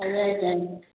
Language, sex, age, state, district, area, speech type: Odia, female, 45-60, Odisha, Angul, rural, conversation